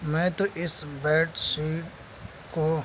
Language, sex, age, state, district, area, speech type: Urdu, male, 18-30, Delhi, Central Delhi, rural, spontaneous